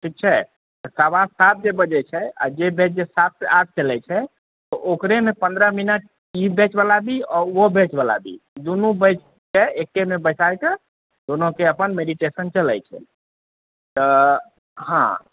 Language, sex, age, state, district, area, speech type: Maithili, male, 18-30, Bihar, Purnia, urban, conversation